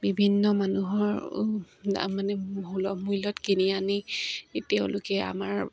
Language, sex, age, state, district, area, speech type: Assamese, female, 45-60, Assam, Dibrugarh, rural, spontaneous